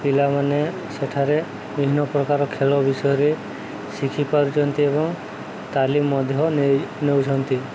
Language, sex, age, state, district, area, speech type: Odia, male, 30-45, Odisha, Subarnapur, urban, spontaneous